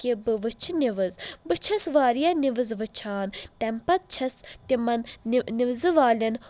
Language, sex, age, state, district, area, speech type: Kashmiri, female, 18-30, Jammu and Kashmir, Budgam, rural, spontaneous